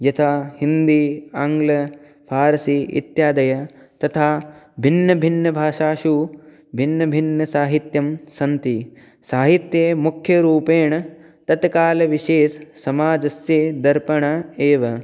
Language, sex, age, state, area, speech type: Sanskrit, male, 18-30, Rajasthan, rural, spontaneous